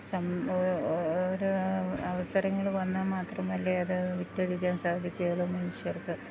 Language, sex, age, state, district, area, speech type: Malayalam, female, 60+, Kerala, Idukki, rural, spontaneous